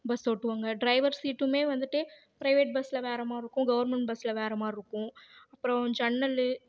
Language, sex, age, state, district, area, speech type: Tamil, female, 18-30, Tamil Nadu, Namakkal, urban, spontaneous